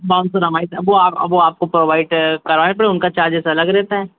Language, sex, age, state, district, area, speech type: Hindi, male, 60+, Madhya Pradesh, Bhopal, urban, conversation